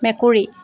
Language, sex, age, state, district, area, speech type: Assamese, female, 45-60, Assam, Dibrugarh, urban, read